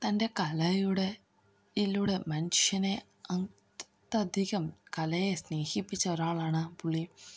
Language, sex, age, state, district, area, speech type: Malayalam, female, 18-30, Kerala, Idukki, rural, spontaneous